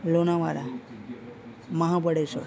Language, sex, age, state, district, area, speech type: Gujarati, male, 30-45, Gujarat, Narmada, urban, spontaneous